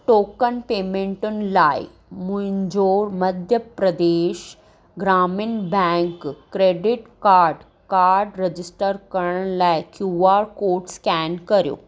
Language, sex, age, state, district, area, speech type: Sindhi, female, 30-45, Maharashtra, Thane, urban, read